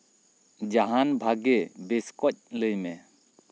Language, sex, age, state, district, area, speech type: Santali, male, 30-45, West Bengal, Bankura, rural, read